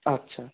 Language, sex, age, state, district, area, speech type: Bengali, male, 18-30, West Bengal, Darjeeling, rural, conversation